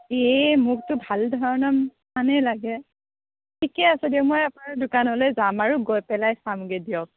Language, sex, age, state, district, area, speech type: Assamese, female, 18-30, Assam, Morigaon, rural, conversation